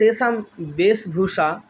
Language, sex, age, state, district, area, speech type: Sanskrit, male, 18-30, West Bengal, Bankura, urban, spontaneous